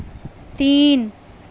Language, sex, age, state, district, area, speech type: Urdu, female, 18-30, Delhi, South Delhi, urban, read